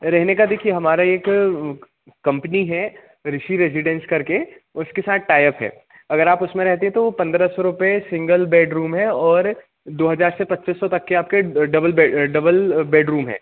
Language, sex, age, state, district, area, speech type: Hindi, male, 30-45, Madhya Pradesh, Jabalpur, urban, conversation